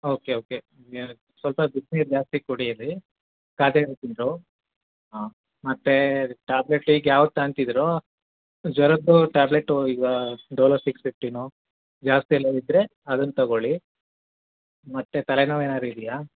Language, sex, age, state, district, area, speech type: Kannada, male, 30-45, Karnataka, Hassan, urban, conversation